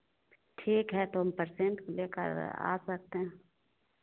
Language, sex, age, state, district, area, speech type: Hindi, female, 60+, Bihar, Begusarai, urban, conversation